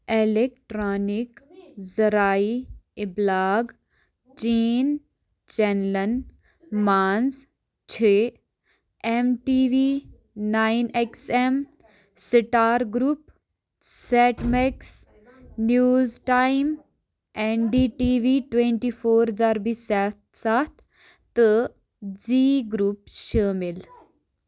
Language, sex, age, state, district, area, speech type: Kashmiri, female, 18-30, Jammu and Kashmir, Baramulla, rural, read